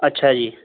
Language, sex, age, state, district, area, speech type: Punjabi, male, 18-30, Punjab, Rupnagar, urban, conversation